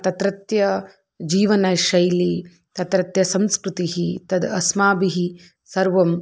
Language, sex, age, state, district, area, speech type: Sanskrit, female, 30-45, Karnataka, Dharwad, urban, spontaneous